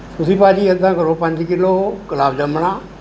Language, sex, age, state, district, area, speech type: Punjabi, male, 60+, Punjab, Mohali, urban, spontaneous